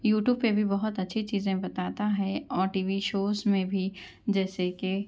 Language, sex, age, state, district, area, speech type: Urdu, female, 30-45, Telangana, Hyderabad, urban, spontaneous